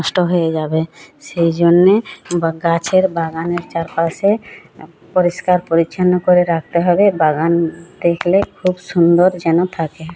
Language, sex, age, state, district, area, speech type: Bengali, female, 45-60, West Bengal, Jhargram, rural, spontaneous